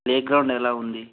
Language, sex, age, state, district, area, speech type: Telugu, male, 18-30, Andhra Pradesh, Anantapur, urban, conversation